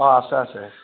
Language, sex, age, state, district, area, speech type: Assamese, male, 30-45, Assam, Nagaon, rural, conversation